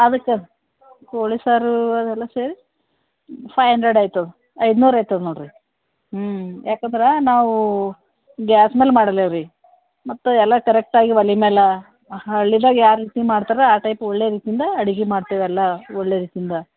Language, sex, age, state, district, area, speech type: Kannada, female, 60+, Karnataka, Bidar, urban, conversation